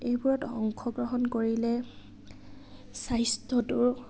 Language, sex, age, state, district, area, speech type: Assamese, female, 18-30, Assam, Dibrugarh, rural, spontaneous